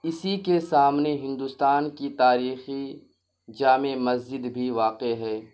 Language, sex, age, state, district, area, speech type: Urdu, male, 18-30, Bihar, Purnia, rural, spontaneous